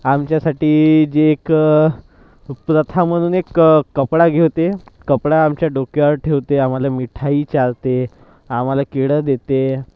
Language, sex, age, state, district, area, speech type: Marathi, male, 30-45, Maharashtra, Nagpur, rural, spontaneous